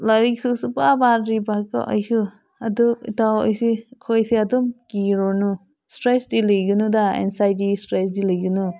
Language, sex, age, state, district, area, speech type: Manipuri, female, 30-45, Manipur, Senapati, rural, spontaneous